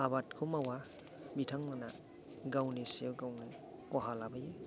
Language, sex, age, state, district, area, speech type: Bodo, male, 45-60, Assam, Kokrajhar, rural, spontaneous